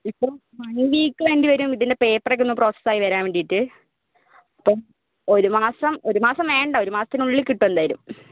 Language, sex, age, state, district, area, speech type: Malayalam, female, 30-45, Kerala, Wayanad, rural, conversation